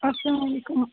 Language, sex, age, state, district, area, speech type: Kashmiri, female, 18-30, Jammu and Kashmir, Srinagar, urban, conversation